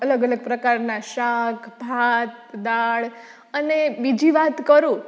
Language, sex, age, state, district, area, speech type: Gujarati, female, 18-30, Gujarat, Rajkot, urban, spontaneous